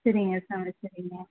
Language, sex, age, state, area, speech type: Tamil, female, 30-45, Tamil Nadu, rural, conversation